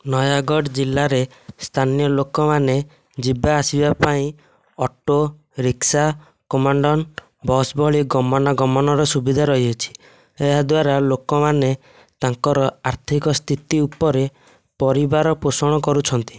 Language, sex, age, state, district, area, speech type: Odia, male, 18-30, Odisha, Nayagarh, rural, spontaneous